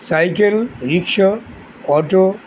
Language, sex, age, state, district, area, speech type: Bengali, male, 60+, West Bengal, Kolkata, urban, spontaneous